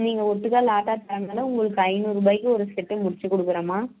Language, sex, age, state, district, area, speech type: Tamil, female, 60+, Tamil Nadu, Dharmapuri, urban, conversation